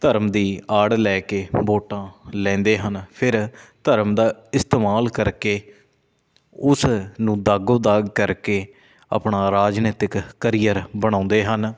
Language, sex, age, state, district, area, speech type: Punjabi, male, 30-45, Punjab, Shaheed Bhagat Singh Nagar, rural, spontaneous